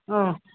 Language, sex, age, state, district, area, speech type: Bengali, female, 45-60, West Bengal, Paschim Bardhaman, urban, conversation